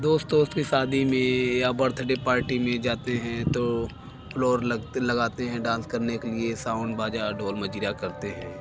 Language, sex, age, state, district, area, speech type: Hindi, male, 18-30, Uttar Pradesh, Bhadohi, rural, spontaneous